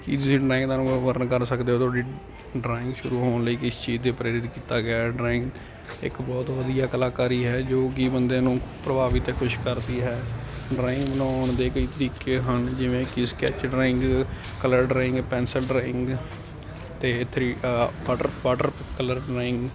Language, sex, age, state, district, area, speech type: Punjabi, male, 18-30, Punjab, Ludhiana, urban, spontaneous